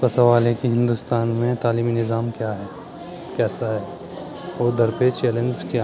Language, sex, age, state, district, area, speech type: Urdu, male, 30-45, Uttar Pradesh, Muzaffarnagar, urban, spontaneous